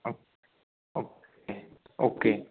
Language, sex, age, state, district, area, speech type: Marathi, male, 18-30, Maharashtra, Amravati, urban, conversation